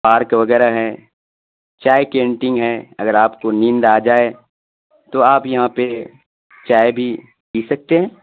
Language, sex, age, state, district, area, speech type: Urdu, male, 18-30, Bihar, Purnia, rural, conversation